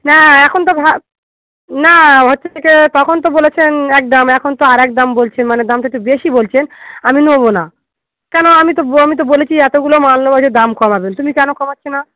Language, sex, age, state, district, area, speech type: Bengali, female, 45-60, West Bengal, Dakshin Dinajpur, urban, conversation